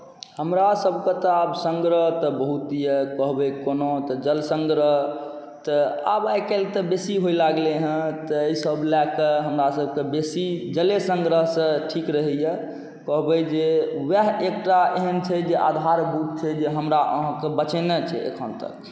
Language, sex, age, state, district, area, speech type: Maithili, male, 18-30, Bihar, Saharsa, rural, spontaneous